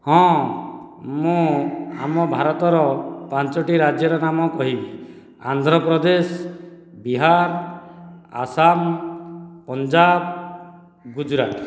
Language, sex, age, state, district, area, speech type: Odia, male, 45-60, Odisha, Dhenkanal, rural, spontaneous